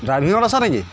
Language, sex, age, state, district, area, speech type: Assamese, male, 30-45, Assam, Jorhat, urban, spontaneous